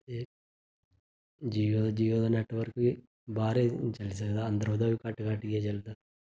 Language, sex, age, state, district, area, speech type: Dogri, male, 30-45, Jammu and Kashmir, Reasi, urban, spontaneous